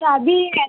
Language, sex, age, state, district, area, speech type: Marathi, female, 18-30, Maharashtra, Nagpur, urban, conversation